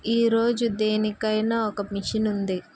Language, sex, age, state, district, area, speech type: Telugu, female, 18-30, Andhra Pradesh, Guntur, rural, spontaneous